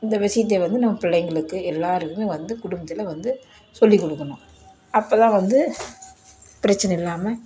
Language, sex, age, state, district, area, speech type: Tamil, female, 60+, Tamil Nadu, Dharmapuri, urban, spontaneous